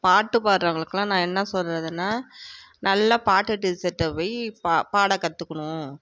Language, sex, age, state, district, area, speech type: Tamil, female, 45-60, Tamil Nadu, Tiruvarur, rural, spontaneous